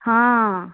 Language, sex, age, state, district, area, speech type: Dogri, female, 30-45, Jammu and Kashmir, Udhampur, urban, conversation